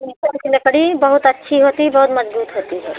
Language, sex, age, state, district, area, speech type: Hindi, female, 45-60, Uttar Pradesh, Jaunpur, rural, conversation